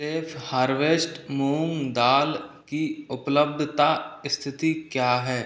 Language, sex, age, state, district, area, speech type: Hindi, male, 45-60, Rajasthan, Karauli, rural, read